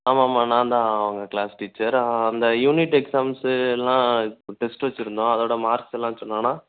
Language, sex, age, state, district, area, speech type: Tamil, male, 18-30, Tamil Nadu, Thoothukudi, rural, conversation